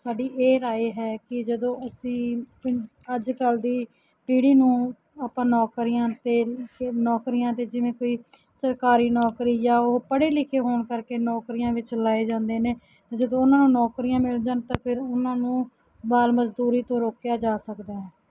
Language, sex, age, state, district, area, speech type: Punjabi, female, 30-45, Punjab, Mansa, urban, spontaneous